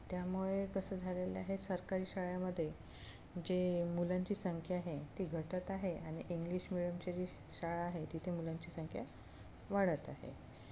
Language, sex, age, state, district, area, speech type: Marathi, female, 30-45, Maharashtra, Amravati, rural, spontaneous